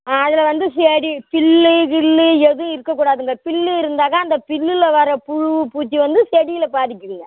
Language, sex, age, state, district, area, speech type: Tamil, female, 60+, Tamil Nadu, Namakkal, rural, conversation